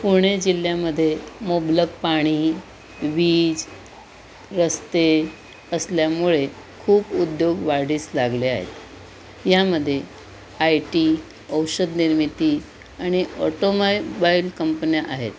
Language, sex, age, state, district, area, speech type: Marathi, female, 60+, Maharashtra, Pune, urban, spontaneous